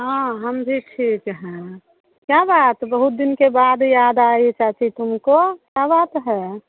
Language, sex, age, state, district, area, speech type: Hindi, female, 30-45, Bihar, Muzaffarpur, rural, conversation